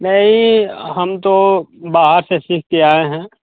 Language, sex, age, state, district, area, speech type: Hindi, male, 45-60, Uttar Pradesh, Mau, urban, conversation